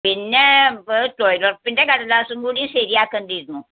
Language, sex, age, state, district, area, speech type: Malayalam, female, 60+, Kerala, Malappuram, rural, conversation